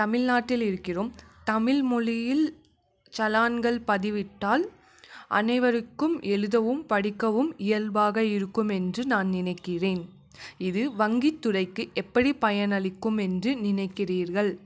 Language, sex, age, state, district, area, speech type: Tamil, female, 18-30, Tamil Nadu, Krishnagiri, rural, spontaneous